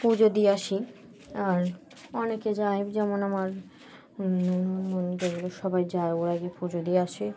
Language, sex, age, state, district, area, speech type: Bengali, female, 18-30, West Bengal, Dakshin Dinajpur, urban, spontaneous